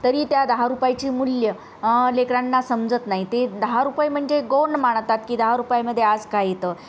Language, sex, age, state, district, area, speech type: Marathi, female, 30-45, Maharashtra, Nanded, urban, spontaneous